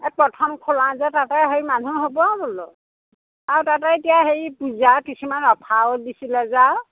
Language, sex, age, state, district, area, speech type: Assamese, female, 60+, Assam, Majuli, urban, conversation